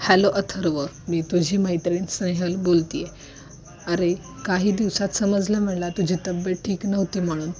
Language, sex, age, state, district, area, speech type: Marathi, female, 18-30, Maharashtra, Osmanabad, rural, spontaneous